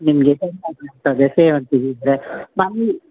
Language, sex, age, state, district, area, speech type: Kannada, female, 60+, Karnataka, Udupi, rural, conversation